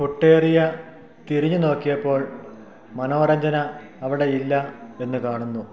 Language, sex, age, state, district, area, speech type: Malayalam, male, 45-60, Kerala, Idukki, rural, read